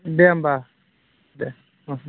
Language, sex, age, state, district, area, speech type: Bodo, male, 18-30, Assam, Udalguri, urban, conversation